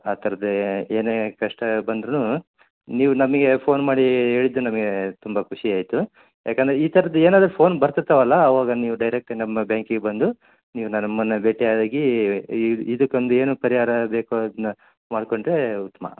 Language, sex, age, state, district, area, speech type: Kannada, male, 30-45, Karnataka, Koppal, rural, conversation